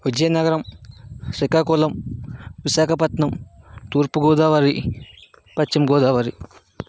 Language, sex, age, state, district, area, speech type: Telugu, male, 45-60, Andhra Pradesh, Vizianagaram, rural, spontaneous